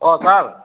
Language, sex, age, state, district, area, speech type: Assamese, male, 60+, Assam, Goalpara, urban, conversation